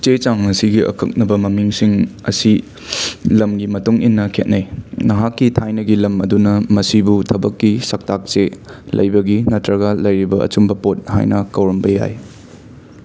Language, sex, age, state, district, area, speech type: Manipuri, male, 30-45, Manipur, Imphal West, urban, read